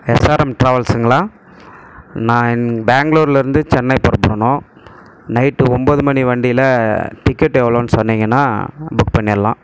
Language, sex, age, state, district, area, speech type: Tamil, male, 45-60, Tamil Nadu, Krishnagiri, rural, spontaneous